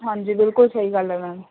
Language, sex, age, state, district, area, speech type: Punjabi, female, 18-30, Punjab, Faridkot, urban, conversation